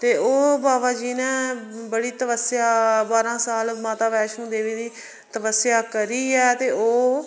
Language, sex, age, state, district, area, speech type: Dogri, female, 30-45, Jammu and Kashmir, Reasi, rural, spontaneous